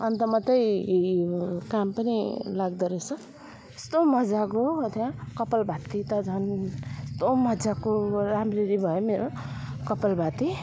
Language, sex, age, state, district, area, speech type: Nepali, female, 30-45, West Bengal, Alipurduar, urban, spontaneous